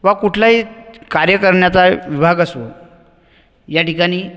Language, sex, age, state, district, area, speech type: Marathi, male, 30-45, Maharashtra, Buldhana, urban, spontaneous